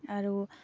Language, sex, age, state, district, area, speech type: Assamese, female, 18-30, Assam, Sivasagar, rural, spontaneous